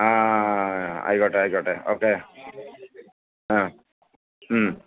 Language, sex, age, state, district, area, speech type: Malayalam, male, 60+, Kerala, Alappuzha, rural, conversation